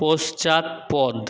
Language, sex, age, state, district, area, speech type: Bengali, male, 30-45, West Bengal, Jhargram, rural, read